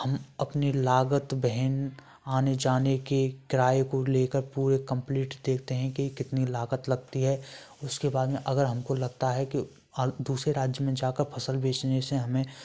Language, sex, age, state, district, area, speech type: Hindi, male, 18-30, Rajasthan, Bharatpur, rural, spontaneous